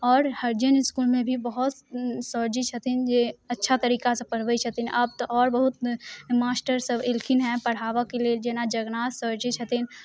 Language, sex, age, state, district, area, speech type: Maithili, female, 18-30, Bihar, Muzaffarpur, rural, spontaneous